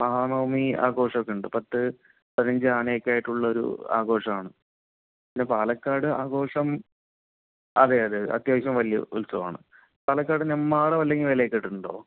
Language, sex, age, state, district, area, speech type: Malayalam, male, 30-45, Kerala, Palakkad, rural, conversation